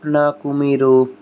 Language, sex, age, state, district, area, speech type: Telugu, male, 60+, Andhra Pradesh, Krishna, urban, spontaneous